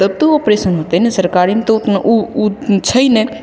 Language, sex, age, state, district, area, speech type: Maithili, female, 18-30, Bihar, Begusarai, rural, spontaneous